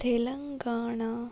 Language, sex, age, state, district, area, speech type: Kannada, female, 60+, Karnataka, Tumkur, rural, spontaneous